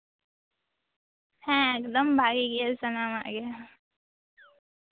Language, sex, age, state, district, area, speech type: Santali, female, 18-30, West Bengal, Jhargram, rural, conversation